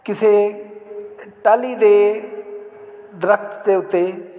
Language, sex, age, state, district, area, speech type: Punjabi, male, 45-60, Punjab, Jalandhar, urban, spontaneous